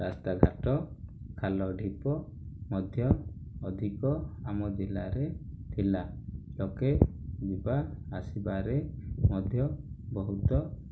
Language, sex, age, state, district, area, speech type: Odia, male, 18-30, Odisha, Kandhamal, rural, spontaneous